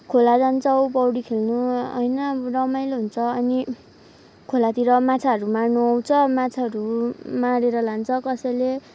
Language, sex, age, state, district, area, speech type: Nepali, female, 18-30, West Bengal, Kalimpong, rural, spontaneous